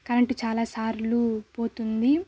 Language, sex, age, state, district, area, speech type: Telugu, female, 18-30, Andhra Pradesh, Sri Balaji, urban, spontaneous